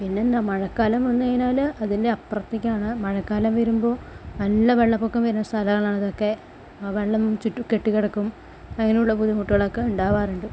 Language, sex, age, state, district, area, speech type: Malayalam, female, 60+, Kerala, Palakkad, rural, spontaneous